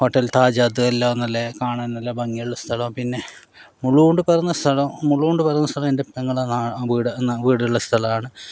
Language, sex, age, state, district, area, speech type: Malayalam, male, 45-60, Kerala, Kasaragod, rural, spontaneous